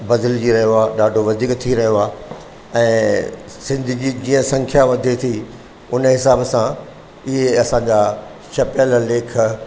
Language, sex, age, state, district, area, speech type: Sindhi, male, 60+, Madhya Pradesh, Katni, rural, spontaneous